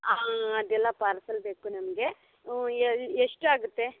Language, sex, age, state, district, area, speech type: Kannada, female, 18-30, Karnataka, Bangalore Rural, rural, conversation